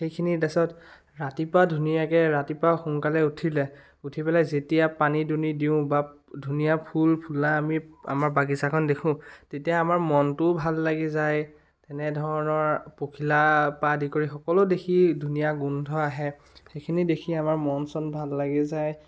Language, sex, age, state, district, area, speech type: Assamese, male, 18-30, Assam, Biswanath, rural, spontaneous